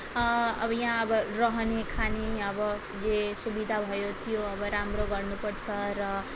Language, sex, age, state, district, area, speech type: Nepali, female, 18-30, West Bengal, Darjeeling, rural, spontaneous